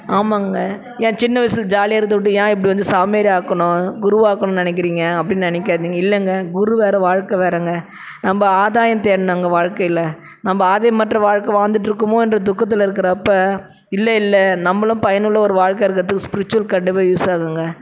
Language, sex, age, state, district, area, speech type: Tamil, female, 45-60, Tamil Nadu, Tiruvannamalai, urban, spontaneous